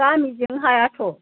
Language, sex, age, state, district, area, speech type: Bodo, female, 60+, Assam, Kokrajhar, urban, conversation